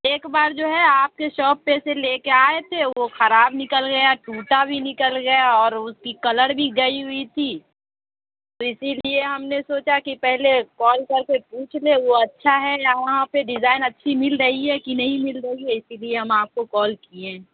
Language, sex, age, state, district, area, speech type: Urdu, female, 30-45, Uttar Pradesh, Lucknow, urban, conversation